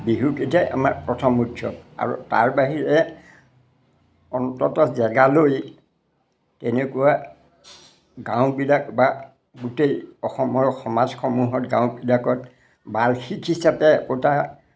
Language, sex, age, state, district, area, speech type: Assamese, male, 60+, Assam, Majuli, urban, spontaneous